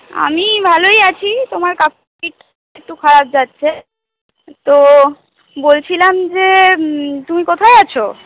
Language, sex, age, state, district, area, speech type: Bengali, female, 60+, West Bengal, Purulia, urban, conversation